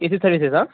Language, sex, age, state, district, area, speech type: Telugu, male, 18-30, Telangana, Ranga Reddy, urban, conversation